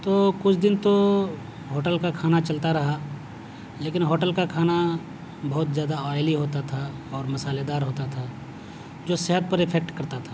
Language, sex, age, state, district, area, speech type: Urdu, male, 30-45, Delhi, South Delhi, urban, spontaneous